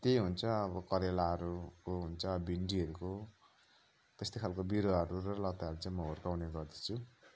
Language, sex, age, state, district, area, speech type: Nepali, male, 30-45, West Bengal, Kalimpong, rural, spontaneous